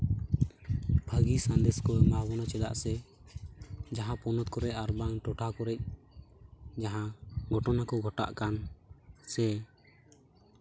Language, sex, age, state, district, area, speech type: Santali, male, 18-30, West Bengal, Purulia, rural, spontaneous